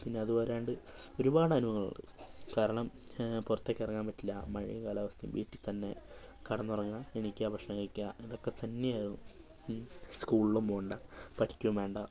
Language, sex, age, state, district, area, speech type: Malayalam, female, 18-30, Kerala, Wayanad, rural, spontaneous